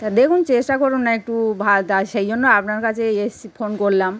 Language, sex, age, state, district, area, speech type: Bengali, female, 30-45, West Bengal, Kolkata, urban, spontaneous